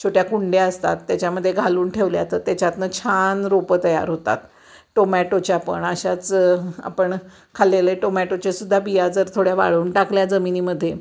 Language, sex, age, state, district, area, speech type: Marathi, female, 45-60, Maharashtra, Kolhapur, urban, spontaneous